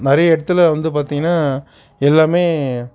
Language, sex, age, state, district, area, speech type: Tamil, male, 30-45, Tamil Nadu, Perambalur, rural, spontaneous